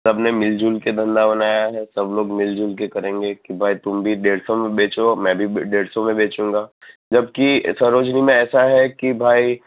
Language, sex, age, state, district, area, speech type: Gujarati, male, 30-45, Gujarat, Narmada, urban, conversation